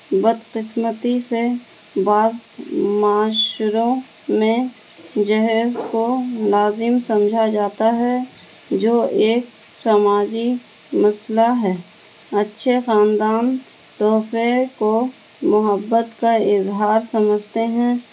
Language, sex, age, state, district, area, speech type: Urdu, female, 30-45, Bihar, Gaya, rural, spontaneous